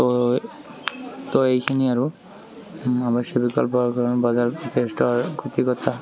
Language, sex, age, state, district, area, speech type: Assamese, male, 18-30, Assam, Barpeta, rural, spontaneous